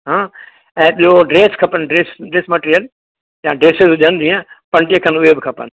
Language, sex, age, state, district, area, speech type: Sindhi, male, 60+, Maharashtra, Mumbai City, urban, conversation